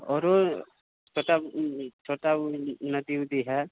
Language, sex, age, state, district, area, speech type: Maithili, male, 45-60, Bihar, Sitamarhi, rural, conversation